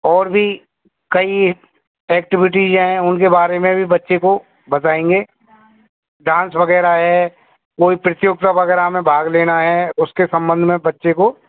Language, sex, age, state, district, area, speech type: Hindi, male, 45-60, Rajasthan, Bharatpur, urban, conversation